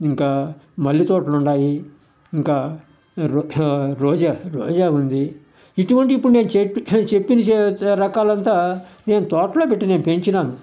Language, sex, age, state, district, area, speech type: Telugu, male, 60+, Andhra Pradesh, Sri Balaji, urban, spontaneous